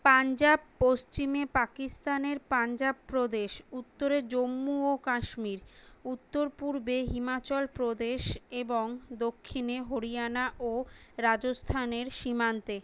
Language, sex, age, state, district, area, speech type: Bengali, female, 18-30, West Bengal, Kolkata, urban, read